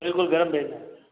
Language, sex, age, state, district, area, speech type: Hindi, male, 30-45, Rajasthan, Jodhpur, urban, conversation